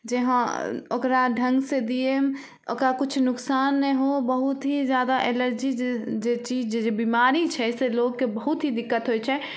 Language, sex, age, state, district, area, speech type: Maithili, female, 18-30, Bihar, Samastipur, urban, spontaneous